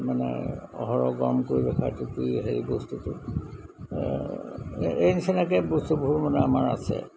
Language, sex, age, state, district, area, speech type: Assamese, male, 60+, Assam, Golaghat, urban, spontaneous